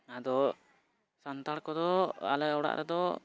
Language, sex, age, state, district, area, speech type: Santali, male, 18-30, Jharkhand, East Singhbhum, rural, spontaneous